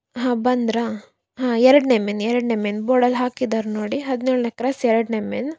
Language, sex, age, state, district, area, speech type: Kannada, female, 18-30, Karnataka, Davanagere, rural, spontaneous